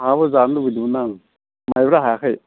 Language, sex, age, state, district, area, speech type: Bodo, male, 60+, Assam, Chirang, rural, conversation